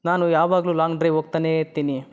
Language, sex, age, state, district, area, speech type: Kannada, male, 30-45, Karnataka, Chitradurga, rural, spontaneous